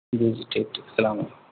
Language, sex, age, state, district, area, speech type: Urdu, male, 18-30, Bihar, Purnia, rural, conversation